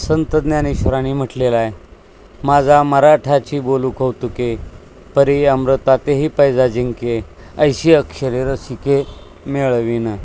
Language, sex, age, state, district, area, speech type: Marathi, male, 60+, Maharashtra, Osmanabad, rural, spontaneous